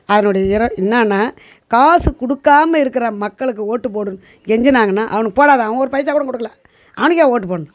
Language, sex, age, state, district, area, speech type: Tamil, female, 60+, Tamil Nadu, Tiruvannamalai, rural, spontaneous